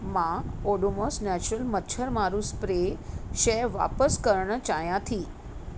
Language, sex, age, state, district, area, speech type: Sindhi, female, 45-60, Maharashtra, Mumbai Suburban, urban, read